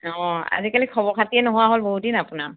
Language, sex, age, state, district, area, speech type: Assamese, female, 30-45, Assam, Sonitpur, urban, conversation